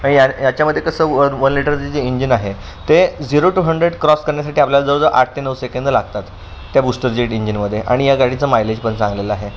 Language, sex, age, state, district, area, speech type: Marathi, male, 30-45, Maharashtra, Pune, urban, spontaneous